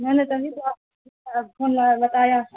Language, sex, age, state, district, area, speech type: Urdu, female, 18-30, Bihar, Saharsa, rural, conversation